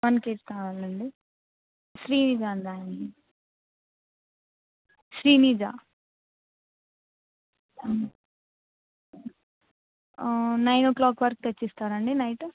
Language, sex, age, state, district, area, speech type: Telugu, female, 18-30, Telangana, Adilabad, urban, conversation